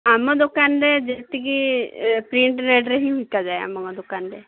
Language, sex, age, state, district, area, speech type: Odia, female, 18-30, Odisha, Ganjam, urban, conversation